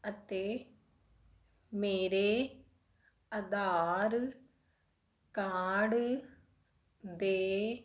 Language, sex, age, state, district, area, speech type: Punjabi, female, 18-30, Punjab, Fazilka, rural, read